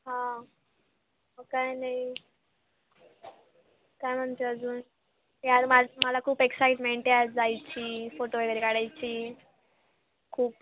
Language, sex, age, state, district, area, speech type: Marathi, female, 18-30, Maharashtra, Nashik, urban, conversation